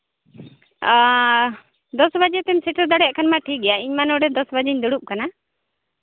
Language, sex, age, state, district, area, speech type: Santali, female, 30-45, Jharkhand, Seraikela Kharsawan, rural, conversation